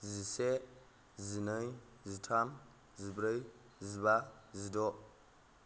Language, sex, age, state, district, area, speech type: Bodo, male, 18-30, Assam, Kokrajhar, rural, spontaneous